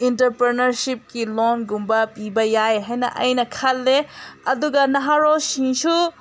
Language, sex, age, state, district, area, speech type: Manipuri, female, 30-45, Manipur, Senapati, rural, spontaneous